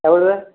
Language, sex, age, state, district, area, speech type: Tamil, male, 60+, Tamil Nadu, Erode, rural, conversation